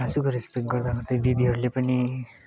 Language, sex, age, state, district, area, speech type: Nepali, male, 18-30, West Bengal, Darjeeling, urban, spontaneous